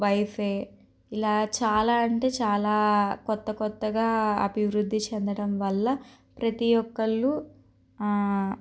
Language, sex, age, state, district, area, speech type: Telugu, female, 30-45, Andhra Pradesh, Guntur, urban, spontaneous